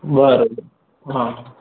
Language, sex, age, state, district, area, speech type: Gujarati, male, 30-45, Gujarat, Morbi, rural, conversation